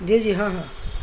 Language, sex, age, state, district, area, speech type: Urdu, male, 18-30, Bihar, Madhubani, rural, spontaneous